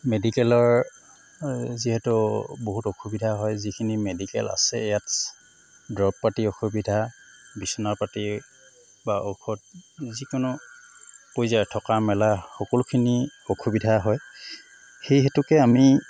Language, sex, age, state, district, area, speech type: Assamese, male, 45-60, Assam, Tinsukia, rural, spontaneous